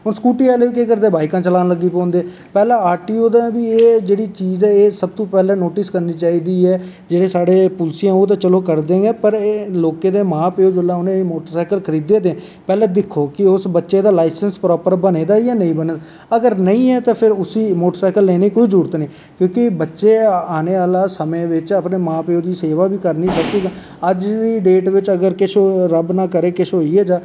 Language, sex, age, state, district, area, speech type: Dogri, male, 18-30, Jammu and Kashmir, Reasi, rural, spontaneous